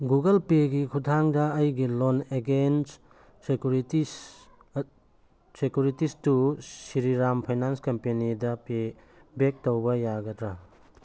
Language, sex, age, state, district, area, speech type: Manipuri, male, 45-60, Manipur, Churachandpur, rural, read